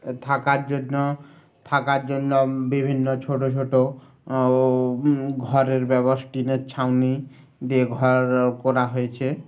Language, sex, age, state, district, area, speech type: Bengali, male, 30-45, West Bengal, Uttar Dinajpur, urban, spontaneous